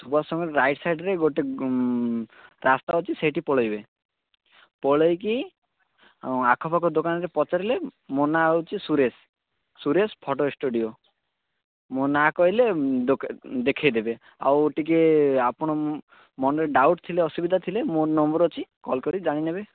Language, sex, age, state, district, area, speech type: Odia, male, 18-30, Odisha, Malkangiri, urban, conversation